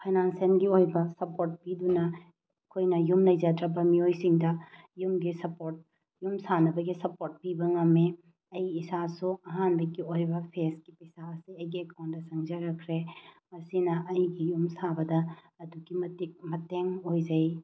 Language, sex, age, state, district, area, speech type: Manipuri, female, 30-45, Manipur, Bishnupur, rural, spontaneous